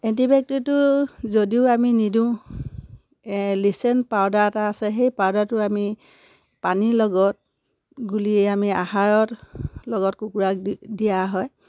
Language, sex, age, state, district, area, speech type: Assamese, female, 30-45, Assam, Sivasagar, rural, spontaneous